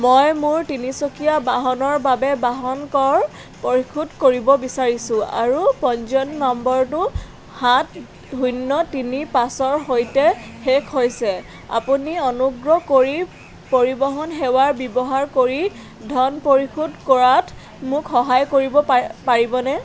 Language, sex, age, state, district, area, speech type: Assamese, female, 18-30, Assam, Dhemaji, rural, read